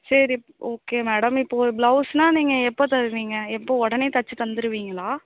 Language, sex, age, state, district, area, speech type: Tamil, female, 18-30, Tamil Nadu, Mayiladuthurai, rural, conversation